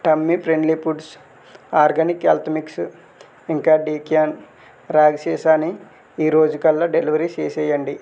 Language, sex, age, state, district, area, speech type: Telugu, male, 30-45, Andhra Pradesh, West Godavari, rural, read